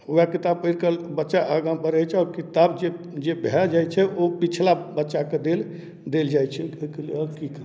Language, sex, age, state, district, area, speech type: Maithili, male, 30-45, Bihar, Darbhanga, urban, spontaneous